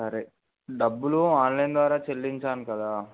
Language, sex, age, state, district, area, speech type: Telugu, male, 18-30, Telangana, Adilabad, urban, conversation